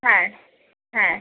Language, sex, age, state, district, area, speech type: Bengali, female, 30-45, West Bengal, Kolkata, urban, conversation